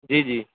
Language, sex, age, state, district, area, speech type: Urdu, male, 30-45, Bihar, Gaya, urban, conversation